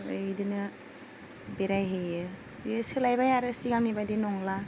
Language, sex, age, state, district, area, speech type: Bodo, female, 30-45, Assam, Goalpara, rural, spontaneous